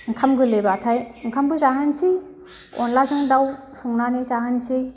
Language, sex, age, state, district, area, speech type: Bodo, female, 45-60, Assam, Baksa, rural, spontaneous